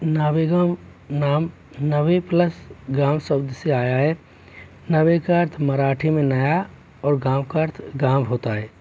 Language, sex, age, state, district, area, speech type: Hindi, male, 18-30, Rajasthan, Jaipur, urban, read